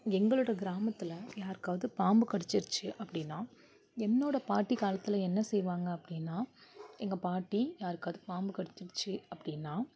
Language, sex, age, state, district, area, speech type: Tamil, female, 18-30, Tamil Nadu, Nagapattinam, rural, spontaneous